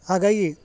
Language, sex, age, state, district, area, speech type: Kannada, male, 45-60, Karnataka, Gadag, rural, spontaneous